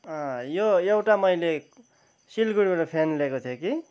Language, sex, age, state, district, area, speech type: Nepali, male, 30-45, West Bengal, Kalimpong, rural, spontaneous